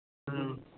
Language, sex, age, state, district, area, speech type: Punjabi, male, 30-45, Punjab, Shaheed Bhagat Singh Nagar, urban, conversation